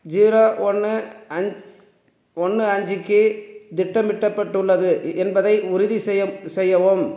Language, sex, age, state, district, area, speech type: Tamil, male, 45-60, Tamil Nadu, Dharmapuri, rural, read